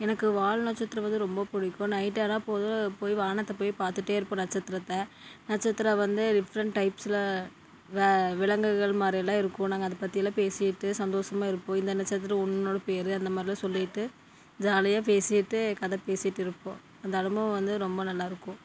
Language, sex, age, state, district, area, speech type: Tamil, female, 18-30, Tamil Nadu, Coimbatore, rural, spontaneous